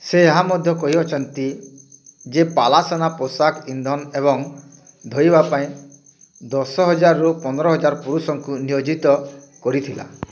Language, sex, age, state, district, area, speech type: Odia, male, 45-60, Odisha, Bargarh, urban, read